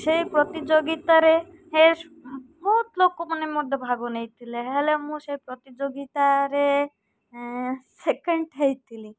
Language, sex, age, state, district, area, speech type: Odia, female, 30-45, Odisha, Malkangiri, urban, spontaneous